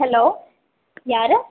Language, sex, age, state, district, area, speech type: Tamil, female, 30-45, Tamil Nadu, Madurai, urban, conversation